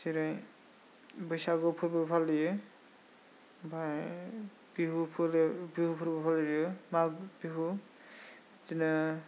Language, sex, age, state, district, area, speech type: Bodo, male, 18-30, Assam, Kokrajhar, rural, spontaneous